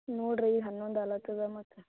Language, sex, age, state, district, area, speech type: Kannada, female, 18-30, Karnataka, Gulbarga, urban, conversation